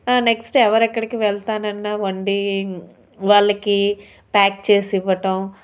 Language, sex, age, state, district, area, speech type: Telugu, female, 30-45, Andhra Pradesh, Anakapalli, urban, spontaneous